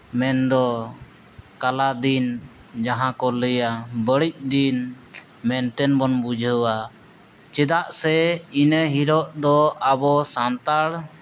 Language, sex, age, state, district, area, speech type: Santali, male, 30-45, Jharkhand, East Singhbhum, rural, spontaneous